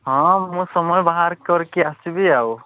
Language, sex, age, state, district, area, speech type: Odia, male, 18-30, Odisha, Nabarangpur, urban, conversation